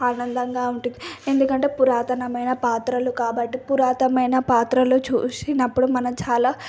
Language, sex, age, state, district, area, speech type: Telugu, female, 18-30, Telangana, Hyderabad, urban, spontaneous